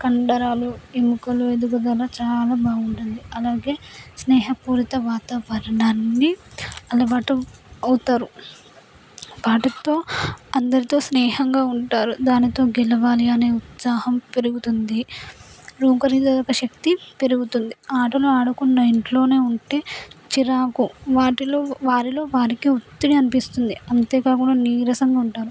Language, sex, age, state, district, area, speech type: Telugu, female, 18-30, Telangana, Vikarabad, rural, spontaneous